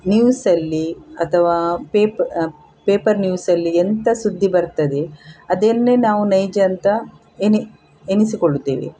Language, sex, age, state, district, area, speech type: Kannada, female, 60+, Karnataka, Udupi, rural, spontaneous